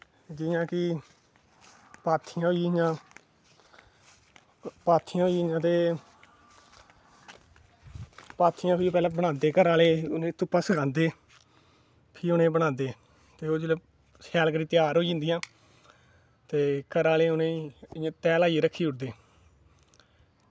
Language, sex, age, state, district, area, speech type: Dogri, male, 18-30, Jammu and Kashmir, Kathua, rural, spontaneous